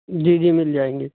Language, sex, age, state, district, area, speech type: Urdu, male, 18-30, Uttar Pradesh, Saharanpur, urban, conversation